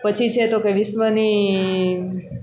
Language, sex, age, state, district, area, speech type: Gujarati, female, 18-30, Gujarat, Junagadh, rural, spontaneous